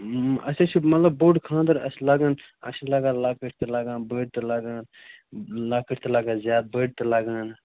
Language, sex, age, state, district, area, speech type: Kashmiri, male, 18-30, Jammu and Kashmir, Bandipora, rural, conversation